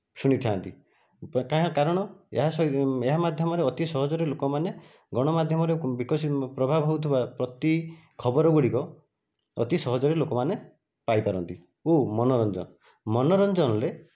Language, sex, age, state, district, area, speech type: Odia, male, 30-45, Odisha, Nayagarh, rural, spontaneous